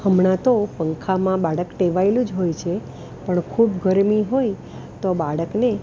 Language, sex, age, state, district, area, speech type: Gujarati, female, 60+, Gujarat, Valsad, urban, spontaneous